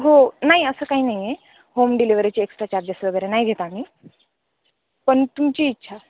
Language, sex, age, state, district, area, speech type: Marathi, female, 18-30, Maharashtra, Nashik, rural, conversation